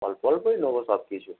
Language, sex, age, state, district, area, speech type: Bengali, male, 30-45, West Bengal, Howrah, urban, conversation